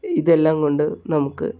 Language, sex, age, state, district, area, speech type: Malayalam, male, 60+, Kerala, Palakkad, rural, spontaneous